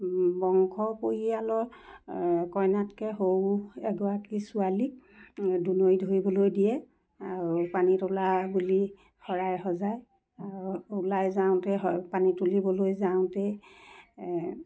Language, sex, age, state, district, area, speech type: Assamese, female, 60+, Assam, Lakhimpur, urban, spontaneous